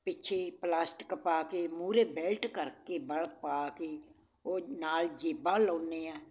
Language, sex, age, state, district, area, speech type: Punjabi, female, 60+, Punjab, Barnala, rural, spontaneous